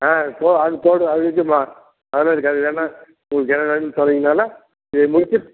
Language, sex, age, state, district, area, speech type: Tamil, male, 60+, Tamil Nadu, Tiruppur, urban, conversation